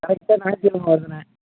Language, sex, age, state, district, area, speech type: Tamil, male, 18-30, Tamil Nadu, Perambalur, urban, conversation